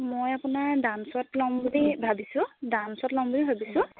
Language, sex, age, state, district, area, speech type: Assamese, female, 18-30, Assam, Biswanath, rural, conversation